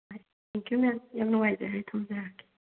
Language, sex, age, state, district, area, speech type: Manipuri, female, 30-45, Manipur, Imphal West, urban, conversation